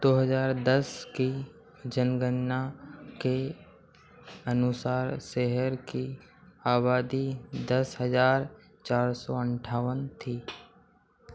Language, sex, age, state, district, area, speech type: Hindi, male, 18-30, Madhya Pradesh, Harda, rural, read